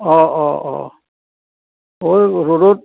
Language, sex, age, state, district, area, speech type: Assamese, male, 60+, Assam, Nalbari, rural, conversation